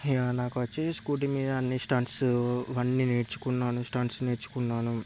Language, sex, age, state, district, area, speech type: Telugu, male, 18-30, Telangana, Peddapalli, rural, spontaneous